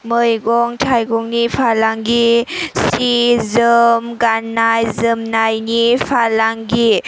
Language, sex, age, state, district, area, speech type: Bodo, female, 30-45, Assam, Chirang, rural, spontaneous